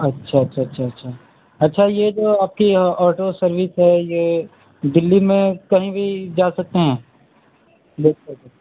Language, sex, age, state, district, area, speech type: Urdu, male, 18-30, Delhi, East Delhi, urban, conversation